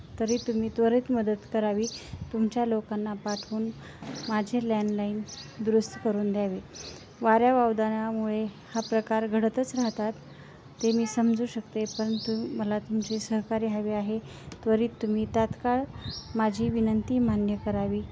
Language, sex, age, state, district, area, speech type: Marathi, female, 30-45, Maharashtra, Osmanabad, rural, spontaneous